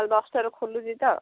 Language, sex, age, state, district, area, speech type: Odia, female, 18-30, Odisha, Ganjam, urban, conversation